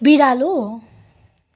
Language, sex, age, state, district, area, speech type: Nepali, female, 18-30, West Bengal, Darjeeling, rural, read